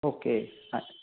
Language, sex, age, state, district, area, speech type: Marathi, male, 30-45, Maharashtra, Nashik, urban, conversation